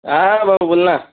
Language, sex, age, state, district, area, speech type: Marathi, female, 18-30, Maharashtra, Bhandara, urban, conversation